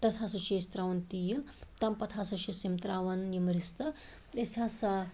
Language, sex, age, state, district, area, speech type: Kashmiri, female, 30-45, Jammu and Kashmir, Anantnag, rural, spontaneous